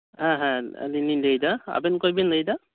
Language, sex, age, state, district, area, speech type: Santali, male, 18-30, West Bengal, Birbhum, rural, conversation